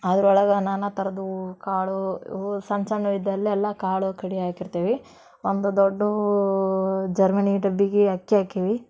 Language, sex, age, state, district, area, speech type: Kannada, female, 18-30, Karnataka, Dharwad, urban, spontaneous